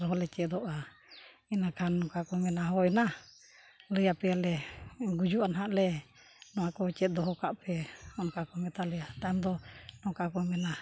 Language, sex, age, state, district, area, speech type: Santali, female, 60+, Odisha, Mayurbhanj, rural, spontaneous